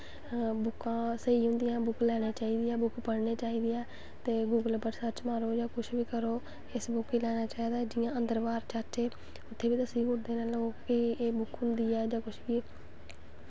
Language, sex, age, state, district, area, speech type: Dogri, female, 18-30, Jammu and Kashmir, Samba, rural, spontaneous